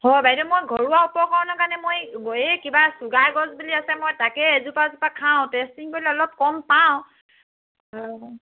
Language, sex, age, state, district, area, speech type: Assamese, female, 45-60, Assam, Dibrugarh, rural, conversation